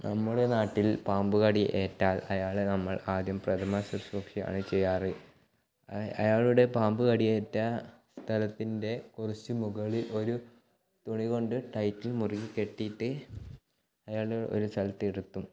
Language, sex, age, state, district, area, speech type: Malayalam, male, 18-30, Kerala, Kannur, rural, spontaneous